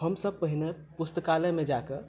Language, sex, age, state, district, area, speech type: Maithili, other, 18-30, Bihar, Madhubani, rural, spontaneous